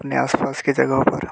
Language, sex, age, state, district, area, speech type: Hindi, male, 18-30, Bihar, Muzaffarpur, rural, spontaneous